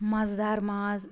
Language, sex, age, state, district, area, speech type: Kashmiri, female, 45-60, Jammu and Kashmir, Anantnag, rural, spontaneous